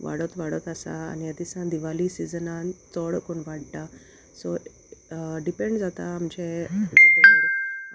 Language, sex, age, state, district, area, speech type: Goan Konkani, female, 30-45, Goa, Salcete, rural, spontaneous